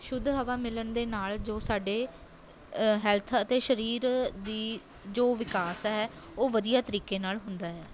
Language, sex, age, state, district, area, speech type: Punjabi, female, 18-30, Punjab, Mohali, urban, spontaneous